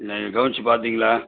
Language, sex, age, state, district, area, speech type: Tamil, male, 30-45, Tamil Nadu, Cuddalore, rural, conversation